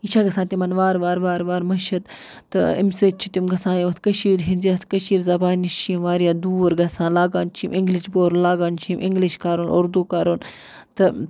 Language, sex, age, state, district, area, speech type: Kashmiri, female, 18-30, Jammu and Kashmir, Budgam, rural, spontaneous